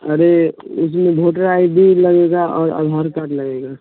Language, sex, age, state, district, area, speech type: Hindi, male, 18-30, Bihar, Vaishali, rural, conversation